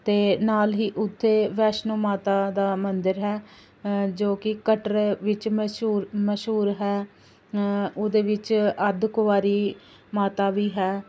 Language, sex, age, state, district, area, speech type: Punjabi, female, 30-45, Punjab, Pathankot, rural, spontaneous